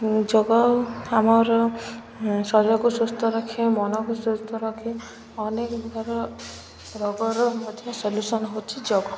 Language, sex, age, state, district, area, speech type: Odia, female, 18-30, Odisha, Subarnapur, urban, spontaneous